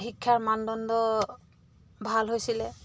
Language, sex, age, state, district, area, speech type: Assamese, female, 45-60, Assam, Charaideo, rural, spontaneous